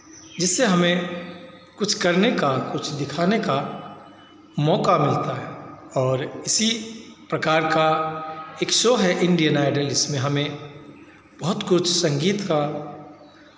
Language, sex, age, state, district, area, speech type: Hindi, male, 45-60, Bihar, Begusarai, rural, spontaneous